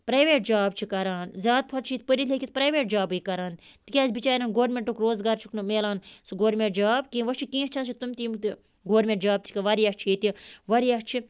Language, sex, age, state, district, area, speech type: Kashmiri, female, 30-45, Jammu and Kashmir, Baramulla, rural, spontaneous